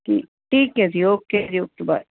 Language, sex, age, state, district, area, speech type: Punjabi, female, 30-45, Punjab, Mansa, urban, conversation